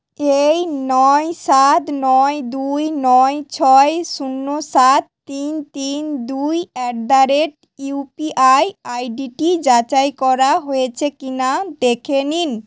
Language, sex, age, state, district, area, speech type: Bengali, female, 18-30, West Bengal, Hooghly, urban, read